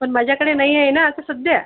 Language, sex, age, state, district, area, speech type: Marathi, female, 30-45, Maharashtra, Akola, urban, conversation